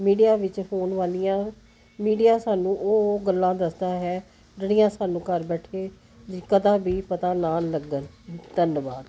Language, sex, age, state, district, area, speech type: Punjabi, female, 60+, Punjab, Jalandhar, urban, spontaneous